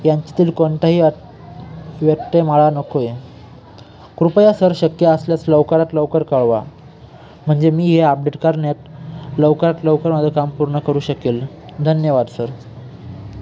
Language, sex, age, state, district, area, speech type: Marathi, male, 18-30, Maharashtra, Nashik, urban, spontaneous